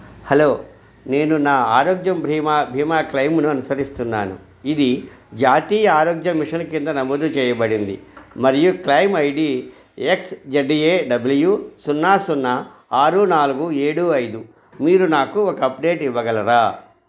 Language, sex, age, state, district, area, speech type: Telugu, male, 45-60, Andhra Pradesh, Krishna, rural, read